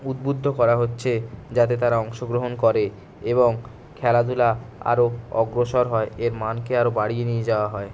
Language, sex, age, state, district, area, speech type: Bengali, male, 18-30, West Bengal, Kolkata, urban, spontaneous